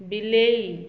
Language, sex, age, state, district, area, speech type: Odia, female, 30-45, Odisha, Mayurbhanj, rural, read